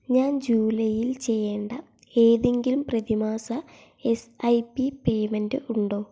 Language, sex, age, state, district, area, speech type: Malayalam, female, 18-30, Kerala, Wayanad, rural, read